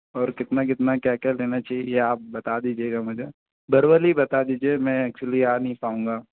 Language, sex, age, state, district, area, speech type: Hindi, male, 18-30, Madhya Pradesh, Bhopal, urban, conversation